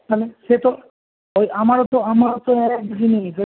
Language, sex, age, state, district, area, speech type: Bengali, male, 30-45, West Bengal, Howrah, urban, conversation